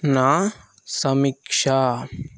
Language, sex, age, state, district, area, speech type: Telugu, male, 18-30, Andhra Pradesh, Chittoor, rural, read